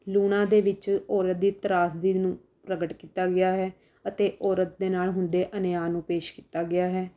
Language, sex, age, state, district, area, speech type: Punjabi, female, 18-30, Punjab, Rupnagar, urban, spontaneous